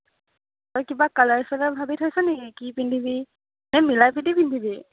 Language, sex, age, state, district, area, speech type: Assamese, female, 18-30, Assam, Sonitpur, urban, conversation